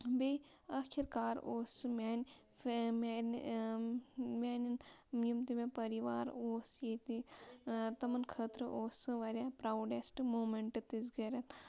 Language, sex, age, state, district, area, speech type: Kashmiri, female, 18-30, Jammu and Kashmir, Bandipora, rural, spontaneous